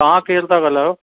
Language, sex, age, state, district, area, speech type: Sindhi, male, 45-60, Uttar Pradesh, Lucknow, rural, conversation